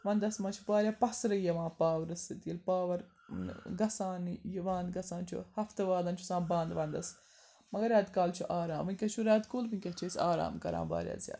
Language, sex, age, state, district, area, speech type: Kashmiri, female, 18-30, Jammu and Kashmir, Srinagar, urban, spontaneous